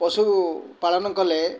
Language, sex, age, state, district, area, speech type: Odia, male, 45-60, Odisha, Kendrapara, urban, spontaneous